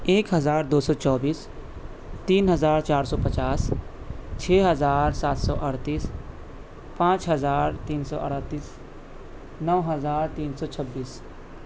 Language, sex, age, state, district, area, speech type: Urdu, male, 18-30, Delhi, North West Delhi, urban, spontaneous